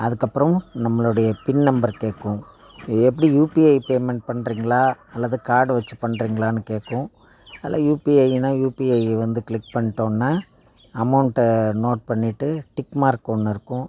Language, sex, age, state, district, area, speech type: Tamil, male, 60+, Tamil Nadu, Thanjavur, rural, spontaneous